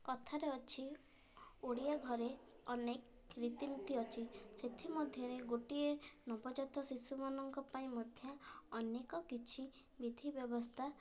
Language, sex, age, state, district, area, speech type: Odia, female, 18-30, Odisha, Kendrapara, urban, spontaneous